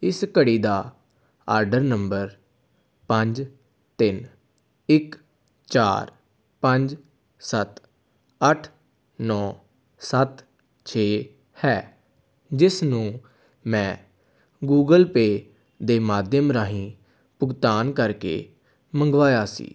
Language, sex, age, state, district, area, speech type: Punjabi, male, 18-30, Punjab, Amritsar, urban, spontaneous